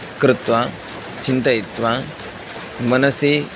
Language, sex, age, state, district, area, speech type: Sanskrit, male, 18-30, Karnataka, Uttara Kannada, rural, spontaneous